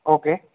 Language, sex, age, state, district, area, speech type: Gujarati, male, 30-45, Gujarat, Morbi, urban, conversation